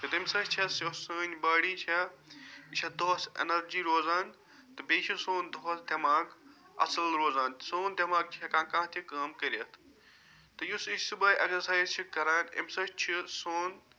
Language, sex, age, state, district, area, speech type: Kashmiri, male, 45-60, Jammu and Kashmir, Budgam, urban, spontaneous